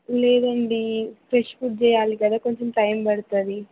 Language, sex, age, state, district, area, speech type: Telugu, female, 18-30, Telangana, Siddipet, rural, conversation